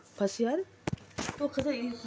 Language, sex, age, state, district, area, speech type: Dogri, female, 30-45, Jammu and Kashmir, Udhampur, urban, spontaneous